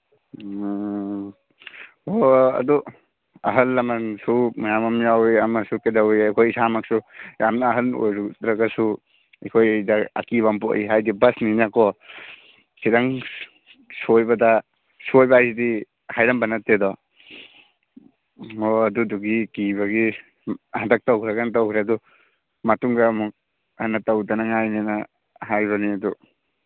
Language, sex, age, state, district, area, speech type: Manipuri, male, 18-30, Manipur, Churachandpur, rural, conversation